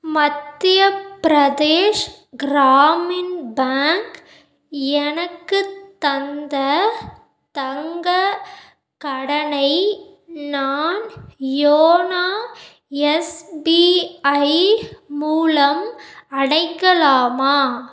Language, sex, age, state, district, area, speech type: Tamil, female, 18-30, Tamil Nadu, Ariyalur, rural, read